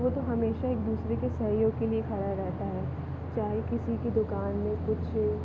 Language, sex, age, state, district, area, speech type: Hindi, female, 18-30, Madhya Pradesh, Jabalpur, urban, spontaneous